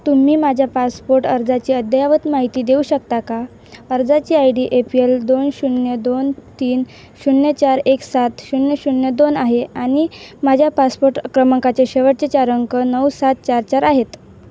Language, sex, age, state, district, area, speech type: Marathi, female, 18-30, Maharashtra, Wardha, rural, read